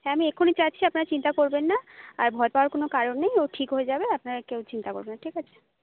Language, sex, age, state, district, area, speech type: Bengali, female, 30-45, West Bengal, Jhargram, rural, conversation